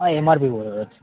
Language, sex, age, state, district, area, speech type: Marathi, male, 30-45, Maharashtra, Ratnagiri, urban, conversation